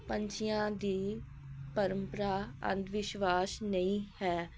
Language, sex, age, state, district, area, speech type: Punjabi, female, 45-60, Punjab, Hoshiarpur, rural, spontaneous